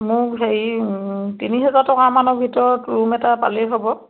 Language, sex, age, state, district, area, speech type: Assamese, female, 60+, Assam, Dibrugarh, rural, conversation